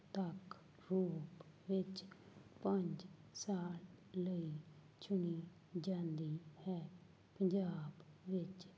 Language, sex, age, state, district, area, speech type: Punjabi, female, 18-30, Punjab, Fazilka, rural, spontaneous